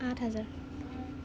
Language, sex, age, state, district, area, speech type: Assamese, female, 18-30, Assam, Jorhat, urban, spontaneous